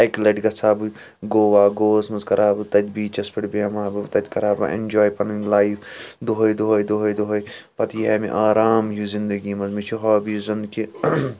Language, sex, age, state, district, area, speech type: Kashmiri, male, 18-30, Jammu and Kashmir, Srinagar, urban, spontaneous